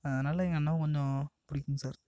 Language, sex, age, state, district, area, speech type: Tamil, male, 18-30, Tamil Nadu, Namakkal, rural, spontaneous